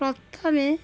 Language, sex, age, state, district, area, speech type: Odia, female, 45-60, Odisha, Jagatsinghpur, rural, spontaneous